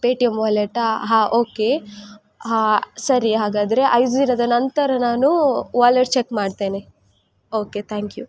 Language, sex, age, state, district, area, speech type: Kannada, female, 18-30, Karnataka, Udupi, rural, spontaneous